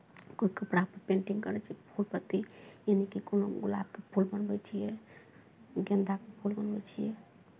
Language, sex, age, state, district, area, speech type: Maithili, female, 30-45, Bihar, Araria, rural, spontaneous